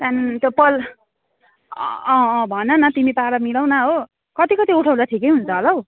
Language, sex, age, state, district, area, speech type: Nepali, female, 30-45, West Bengal, Jalpaiguri, rural, conversation